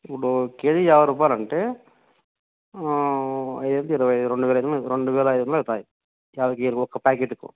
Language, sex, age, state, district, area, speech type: Telugu, male, 30-45, Andhra Pradesh, Nandyal, rural, conversation